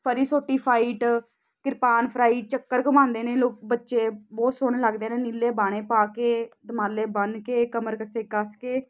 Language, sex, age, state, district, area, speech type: Punjabi, female, 18-30, Punjab, Ludhiana, urban, spontaneous